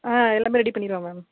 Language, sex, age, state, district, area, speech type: Tamil, female, 18-30, Tamil Nadu, Sivaganga, rural, conversation